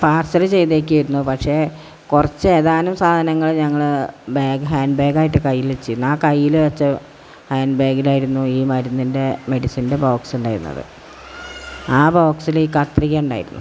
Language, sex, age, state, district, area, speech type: Malayalam, female, 60+, Kerala, Malappuram, rural, spontaneous